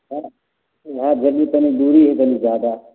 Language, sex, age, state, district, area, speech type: Maithili, male, 18-30, Bihar, Samastipur, rural, conversation